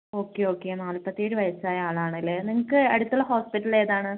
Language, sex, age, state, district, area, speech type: Malayalam, female, 60+, Kerala, Kozhikode, rural, conversation